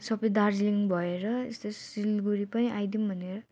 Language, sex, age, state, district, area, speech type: Nepali, female, 30-45, West Bengal, Darjeeling, rural, spontaneous